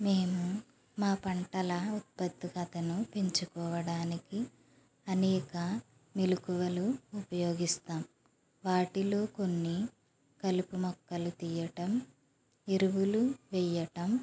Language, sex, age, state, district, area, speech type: Telugu, female, 45-60, Andhra Pradesh, West Godavari, rural, spontaneous